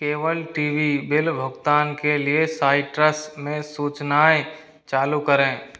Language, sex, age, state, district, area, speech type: Hindi, male, 30-45, Rajasthan, Jaipur, urban, read